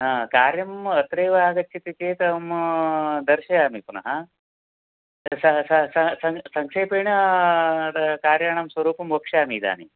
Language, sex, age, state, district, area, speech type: Sanskrit, male, 45-60, Karnataka, Uttara Kannada, rural, conversation